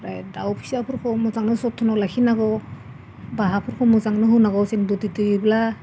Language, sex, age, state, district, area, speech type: Bodo, female, 30-45, Assam, Goalpara, rural, spontaneous